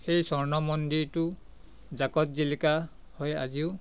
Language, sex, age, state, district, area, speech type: Assamese, male, 45-60, Assam, Biswanath, rural, spontaneous